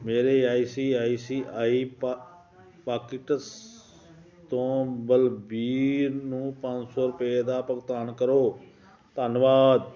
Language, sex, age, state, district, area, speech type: Punjabi, male, 60+, Punjab, Ludhiana, rural, read